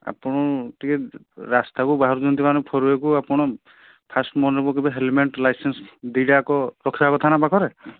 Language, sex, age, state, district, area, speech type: Odia, male, 45-60, Odisha, Angul, rural, conversation